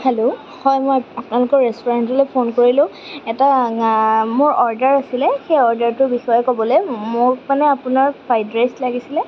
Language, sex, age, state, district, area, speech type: Assamese, female, 45-60, Assam, Darrang, rural, spontaneous